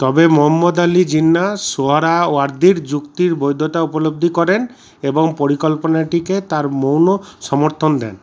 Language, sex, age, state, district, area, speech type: Bengali, male, 45-60, West Bengal, Paschim Bardhaman, urban, read